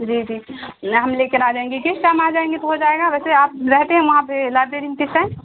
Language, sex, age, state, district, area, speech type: Urdu, female, 18-30, Bihar, Saharsa, rural, conversation